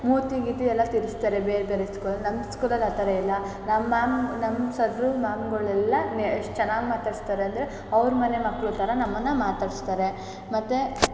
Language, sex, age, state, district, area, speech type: Kannada, female, 18-30, Karnataka, Mysore, urban, spontaneous